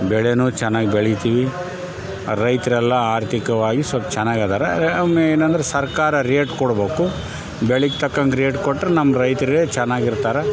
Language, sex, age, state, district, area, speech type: Kannada, male, 45-60, Karnataka, Bellary, rural, spontaneous